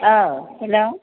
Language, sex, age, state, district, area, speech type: Bodo, female, 45-60, Assam, Chirang, rural, conversation